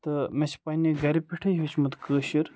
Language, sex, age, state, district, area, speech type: Kashmiri, male, 18-30, Jammu and Kashmir, Ganderbal, rural, spontaneous